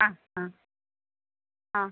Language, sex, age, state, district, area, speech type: Malayalam, female, 45-60, Kerala, Kottayam, rural, conversation